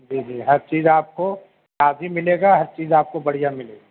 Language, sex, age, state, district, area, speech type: Urdu, male, 60+, Delhi, Central Delhi, urban, conversation